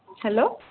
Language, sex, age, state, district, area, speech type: Assamese, female, 18-30, Assam, Tinsukia, urban, conversation